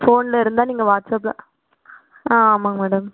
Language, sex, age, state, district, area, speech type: Tamil, female, 18-30, Tamil Nadu, Erode, rural, conversation